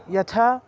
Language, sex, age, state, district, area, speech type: Sanskrit, male, 18-30, Karnataka, Chikkamagaluru, urban, spontaneous